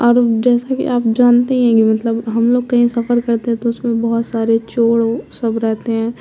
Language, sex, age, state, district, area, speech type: Urdu, female, 18-30, Bihar, Supaul, rural, spontaneous